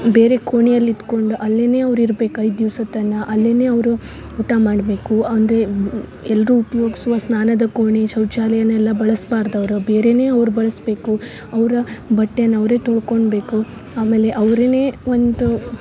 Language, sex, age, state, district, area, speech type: Kannada, female, 18-30, Karnataka, Uttara Kannada, rural, spontaneous